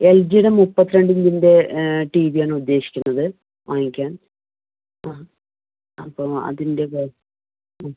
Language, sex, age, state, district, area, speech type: Malayalam, female, 60+, Kerala, Palakkad, rural, conversation